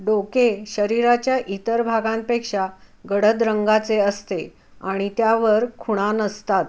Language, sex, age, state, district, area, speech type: Marathi, female, 45-60, Maharashtra, Pune, urban, read